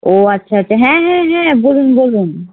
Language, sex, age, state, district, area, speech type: Bengali, female, 30-45, West Bengal, Kolkata, urban, conversation